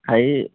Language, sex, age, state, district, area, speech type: Assamese, male, 30-45, Assam, Dhemaji, rural, conversation